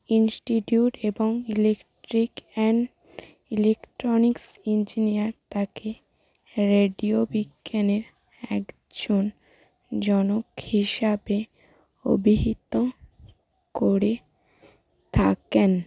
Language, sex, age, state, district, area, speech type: Bengali, female, 30-45, West Bengal, Hooghly, urban, spontaneous